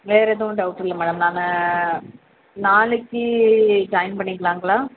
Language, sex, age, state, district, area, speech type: Tamil, female, 30-45, Tamil Nadu, Tiruvallur, urban, conversation